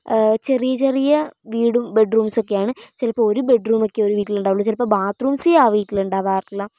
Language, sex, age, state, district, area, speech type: Malayalam, female, 18-30, Kerala, Wayanad, rural, spontaneous